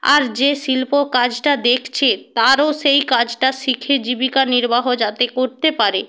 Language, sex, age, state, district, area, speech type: Bengali, female, 45-60, West Bengal, Hooghly, rural, spontaneous